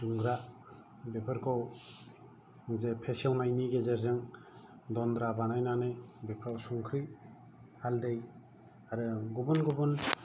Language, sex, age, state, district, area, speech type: Bodo, male, 45-60, Assam, Kokrajhar, rural, spontaneous